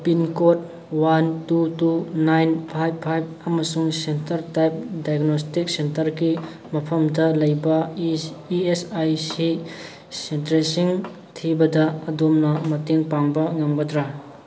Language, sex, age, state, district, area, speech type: Manipuri, male, 30-45, Manipur, Thoubal, rural, read